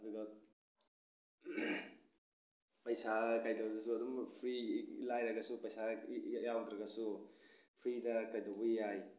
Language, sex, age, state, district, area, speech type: Manipuri, male, 30-45, Manipur, Tengnoupal, urban, spontaneous